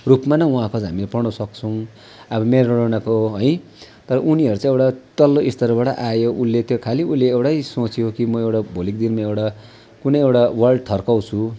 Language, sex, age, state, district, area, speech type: Nepali, male, 60+, West Bengal, Darjeeling, rural, spontaneous